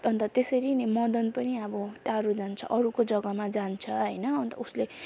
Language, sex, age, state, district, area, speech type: Nepali, female, 18-30, West Bengal, Alipurduar, rural, spontaneous